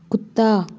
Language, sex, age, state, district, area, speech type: Hindi, female, 18-30, Madhya Pradesh, Bhopal, urban, read